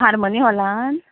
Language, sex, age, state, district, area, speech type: Goan Konkani, female, 30-45, Goa, Quepem, rural, conversation